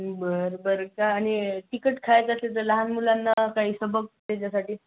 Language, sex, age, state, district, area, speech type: Marathi, male, 18-30, Maharashtra, Nanded, rural, conversation